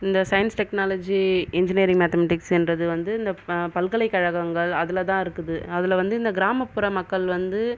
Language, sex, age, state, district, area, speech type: Tamil, female, 30-45, Tamil Nadu, Viluppuram, rural, spontaneous